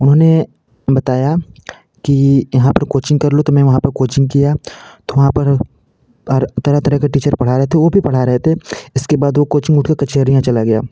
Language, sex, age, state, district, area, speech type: Hindi, male, 18-30, Uttar Pradesh, Varanasi, rural, spontaneous